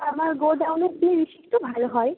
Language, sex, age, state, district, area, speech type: Bengali, female, 18-30, West Bengal, Murshidabad, rural, conversation